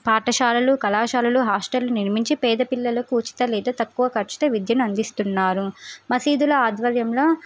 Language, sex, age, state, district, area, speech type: Telugu, female, 18-30, Telangana, Suryapet, urban, spontaneous